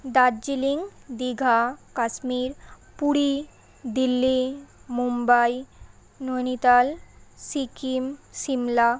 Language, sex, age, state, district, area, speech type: Bengali, female, 18-30, West Bengal, Kolkata, urban, spontaneous